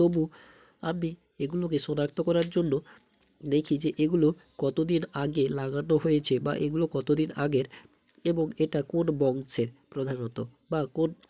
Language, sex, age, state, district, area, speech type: Bengali, male, 18-30, West Bengal, Hooghly, urban, spontaneous